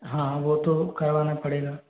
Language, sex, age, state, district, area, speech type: Hindi, male, 45-60, Rajasthan, Jaipur, urban, conversation